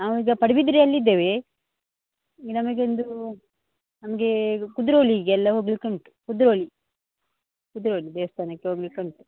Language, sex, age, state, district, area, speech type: Kannada, female, 45-60, Karnataka, Dakshina Kannada, rural, conversation